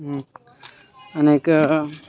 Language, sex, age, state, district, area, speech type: Kannada, male, 18-30, Karnataka, Vijayanagara, rural, spontaneous